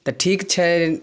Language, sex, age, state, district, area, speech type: Maithili, male, 18-30, Bihar, Samastipur, rural, spontaneous